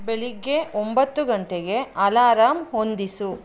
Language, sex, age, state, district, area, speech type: Kannada, female, 30-45, Karnataka, Mandya, rural, read